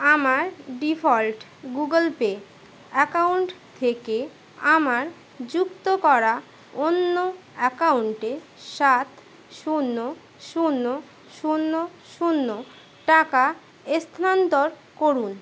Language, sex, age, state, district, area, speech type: Bengali, female, 18-30, West Bengal, Howrah, urban, read